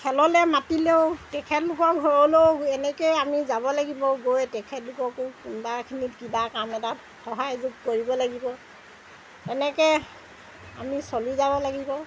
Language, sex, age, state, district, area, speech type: Assamese, female, 60+, Assam, Golaghat, urban, spontaneous